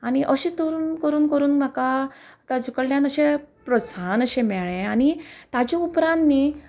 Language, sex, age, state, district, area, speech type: Goan Konkani, female, 30-45, Goa, Quepem, rural, spontaneous